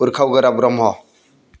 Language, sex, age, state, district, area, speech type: Bodo, male, 60+, Assam, Udalguri, urban, spontaneous